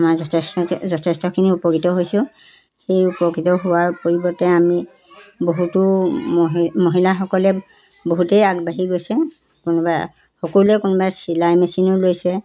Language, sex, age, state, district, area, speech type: Assamese, female, 60+, Assam, Golaghat, rural, spontaneous